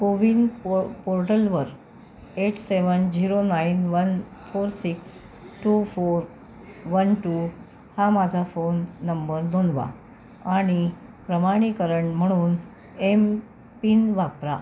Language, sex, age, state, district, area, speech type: Marathi, female, 30-45, Maharashtra, Amravati, urban, read